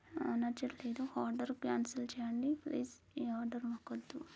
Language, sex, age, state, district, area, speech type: Telugu, female, 30-45, Telangana, Warangal, rural, spontaneous